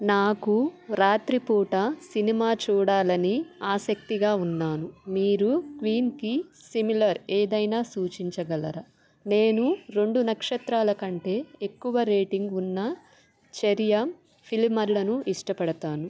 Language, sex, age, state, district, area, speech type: Telugu, female, 30-45, Andhra Pradesh, Bapatla, rural, read